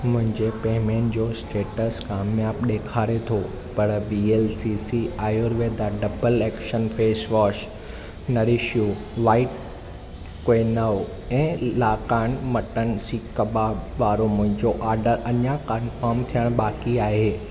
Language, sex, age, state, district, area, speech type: Sindhi, male, 18-30, Maharashtra, Thane, urban, read